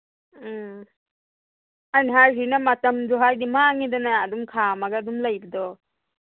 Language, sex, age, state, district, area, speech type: Manipuri, female, 30-45, Manipur, Imphal East, rural, conversation